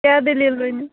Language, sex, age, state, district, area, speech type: Kashmiri, female, 30-45, Jammu and Kashmir, Shopian, urban, conversation